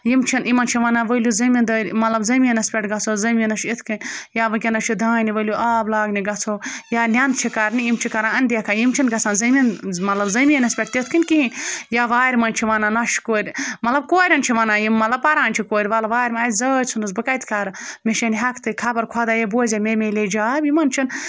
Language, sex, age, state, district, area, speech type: Kashmiri, female, 45-60, Jammu and Kashmir, Ganderbal, rural, spontaneous